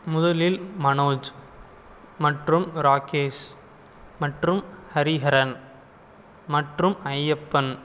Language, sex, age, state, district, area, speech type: Tamil, male, 18-30, Tamil Nadu, Pudukkottai, rural, spontaneous